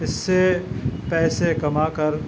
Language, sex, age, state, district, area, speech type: Urdu, male, 30-45, Uttar Pradesh, Gautam Buddha Nagar, urban, spontaneous